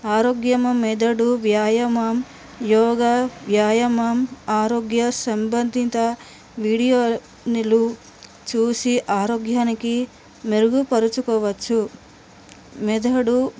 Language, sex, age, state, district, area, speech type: Telugu, female, 30-45, Telangana, Nizamabad, urban, spontaneous